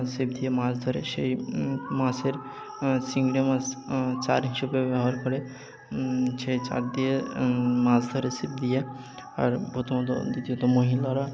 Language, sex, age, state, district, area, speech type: Bengali, male, 45-60, West Bengal, Birbhum, urban, spontaneous